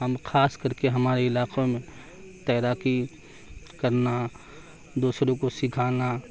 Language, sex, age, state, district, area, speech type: Urdu, male, 18-30, Bihar, Darbhanga, urban, spontaneous